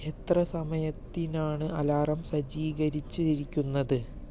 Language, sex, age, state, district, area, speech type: Malayalam, male, 18-30, Kerala, Palakkad, rural, read